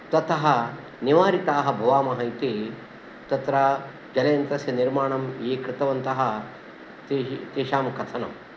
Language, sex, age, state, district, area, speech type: Sanskrit, male, 60+, Karnataka, Udupi, rural, spontaneous